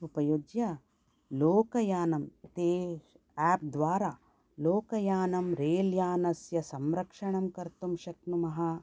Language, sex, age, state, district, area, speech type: Sanskrit, female, 45-60, Karnataka, Bangalore Urban, urban, spontaneous